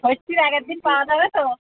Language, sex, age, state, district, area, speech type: Bengali, female, 30-45, West Bengal, Birbhum, urban, conversation